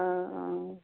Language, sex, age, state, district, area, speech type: Assamese, female, 30-45, Assam, Lakhimpur, rural, conversation